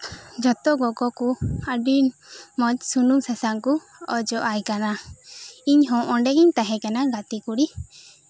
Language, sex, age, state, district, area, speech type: Santali, female, 18-30, West Bengal, Birbhum, rural, spontaneous